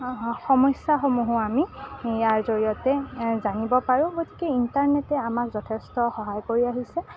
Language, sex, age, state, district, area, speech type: Assamese, female, 18-30, Assam, Kamrup Metropolitan, urban, spontaneous